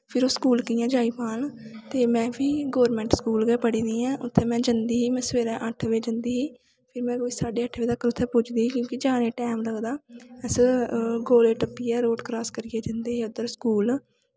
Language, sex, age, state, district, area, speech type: Dogri, female, 18-30, Jammu and Kashmir, Kathua, rural, spontaneous